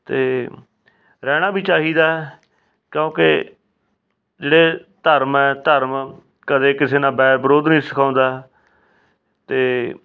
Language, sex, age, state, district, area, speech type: Punjabi, male, 45-60, Punjab, Fatehgarh Sahib, rural, spontaneous